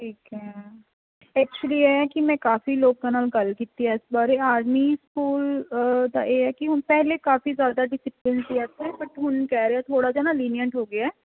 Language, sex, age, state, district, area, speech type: Punjabi, female, 30-45, Punjab, Fazilka, rural, conversation